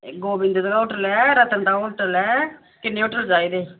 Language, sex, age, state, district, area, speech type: Dogri, female, 30-45, Jammu and Kashmir, Samba, rural, conversation